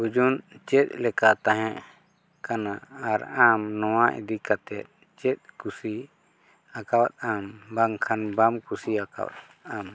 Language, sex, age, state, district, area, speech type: Santali, male, 45-60, Jharkhand, East Singhbhum, rural, spontaneous